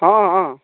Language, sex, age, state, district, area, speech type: Maithili, male, 45-60, Bihar, Saharsa, urban, conversation